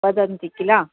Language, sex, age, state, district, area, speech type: Sanskrit, female, 60+, Karnataka, Bellary, urban, conversation